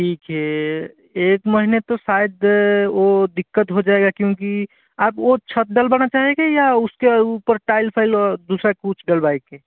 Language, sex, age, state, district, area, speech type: Hindi, male, 30-45, Rajasthan, Jaipur, urban, conversation